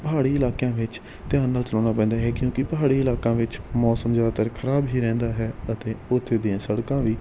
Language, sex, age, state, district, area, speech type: Punjabi, male, 45-60, Punjab, Patiala, urban, spontaneous